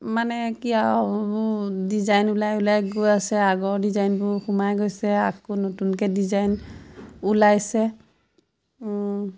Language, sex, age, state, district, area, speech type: Assamese, female, 30-45, Assam, Majuli, urban, spontaneous